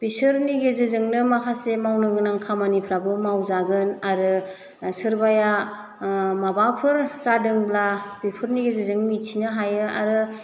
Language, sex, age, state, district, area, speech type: Bodo, female, 30-45, Assam, Chirang, rural, spontaneous